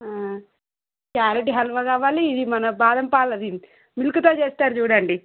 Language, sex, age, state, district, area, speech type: Telugu, female, 30-45, Telangana, Peddapalli, urban, conversation